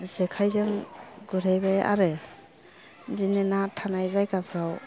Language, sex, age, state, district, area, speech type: Bodo, female, 30-45, Assam, Kokrajhar, rural, spontaneous